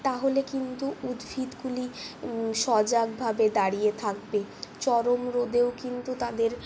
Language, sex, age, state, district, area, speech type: Bengali, female, 18-30, West Bengal, Purulia, urban, spontaneous